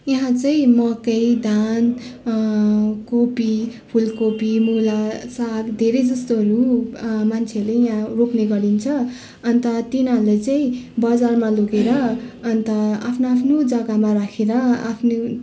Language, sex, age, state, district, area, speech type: Nepali, female, 30-45, West Bengal, Darjeeling, rural, spontaneous